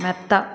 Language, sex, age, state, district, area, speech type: Malayalam, female, 45-60, Kerala, Alappuzha, rural, read